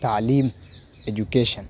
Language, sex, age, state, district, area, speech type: Urdu, male, 18-30, Delhi, South Delhi, urban, spontaneous